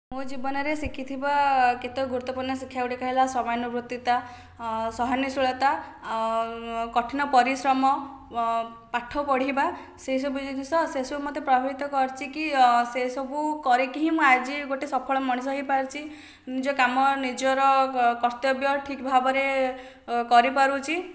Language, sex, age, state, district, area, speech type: Odia, female, 18-30, Odisha, Khordha, rural, spontaneous